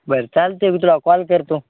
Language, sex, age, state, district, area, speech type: Marathi, male, 18-30, Maharashtra, Nanded, rural, conversation